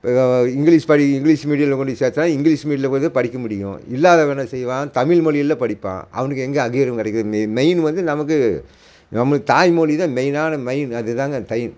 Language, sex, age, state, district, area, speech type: Tamil, male, 45-60, Tamil Nadu, Coimbatore, rural, spontaneous